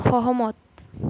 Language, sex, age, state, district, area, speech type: Assamese, female, 30-45, Assam, Sonitpur, rural, read